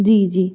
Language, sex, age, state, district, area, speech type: Hindi, female, 18-30, Madhya Pradesh, Bhopal, urban, spontaneous